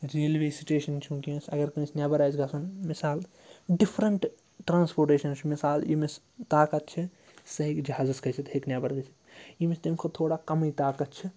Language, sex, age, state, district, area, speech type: Kashmiri, male, 30-45, Jammu and Kashmir, Srinagar, urban, spontaneous